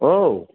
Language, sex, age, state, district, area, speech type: Bodo, male, 18-30, Assam, Kokrajhar, rural, conversation